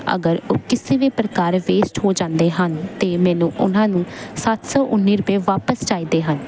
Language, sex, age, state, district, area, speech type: Punjabi, female, 18-30, Punjab, Jalandhar, urban, spontaneous